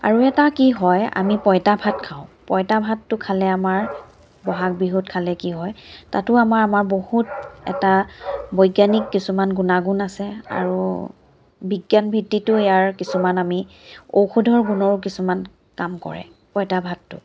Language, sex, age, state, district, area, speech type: Assamese, female, 30-45, Assam, Charaideo, urban, spontaneous